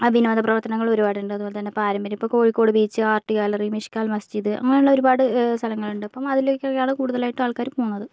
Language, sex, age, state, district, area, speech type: Malayalam, female, 45-60, Kerala, Kozhikode, urban, spontaneous